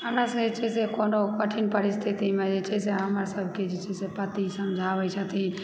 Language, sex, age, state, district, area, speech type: Maithili, female, 30-45, Bihar, Supaul, urban, spontaneous